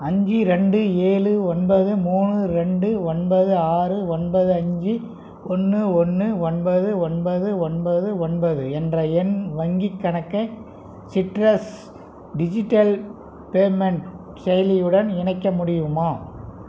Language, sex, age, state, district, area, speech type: Tamil, male, 60+, Tamil Nadu, Krishnagiri, rural, read